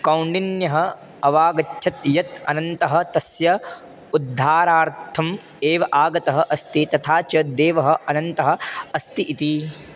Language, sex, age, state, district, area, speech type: Sanskrit, male, 18-30, Madhya Pradesh, Chhindwara, urban, read